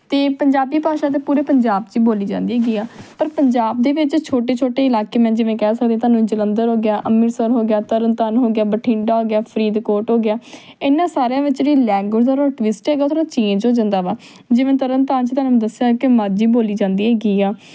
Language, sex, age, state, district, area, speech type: Punjabi, female, 18-30, Punjab, Tarn Taran, urban, spontaneous